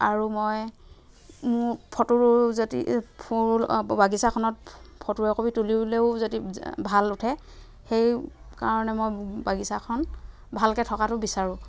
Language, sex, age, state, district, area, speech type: Assamese, female, 30-45, Assam, Dhemaji, rural, spontaneous